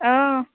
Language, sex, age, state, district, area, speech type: Assamese, female, 18-30, Assam, Sivasagar, rural, conversation